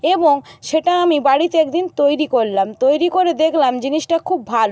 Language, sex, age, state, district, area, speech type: Bengali, female, 60+, West Bengal, Jhargram, rural, spontaneous